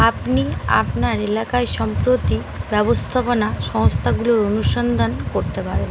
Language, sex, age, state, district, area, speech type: Bengali, female, 30-45, West Bengal, Uttar Dinajpur, urban, read